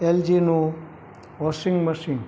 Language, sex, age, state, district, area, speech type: Gujarati, male, 18-30, Gujarat, Morbi, urban, spontaneous